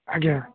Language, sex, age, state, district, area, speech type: Odia, male, 60+, Odisha, Jharsuguda, rural, conversation